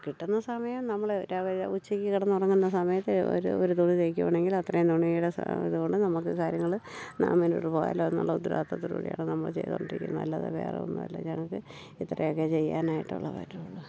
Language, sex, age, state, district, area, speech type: Malayalam, female, 60+, Kerala, Thiruvananthapuram, urban, spontaneous